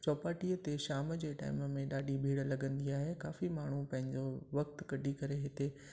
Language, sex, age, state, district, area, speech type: Sindhi, male, 45-60, Rajasthan, Ajmer, rural, spontaneous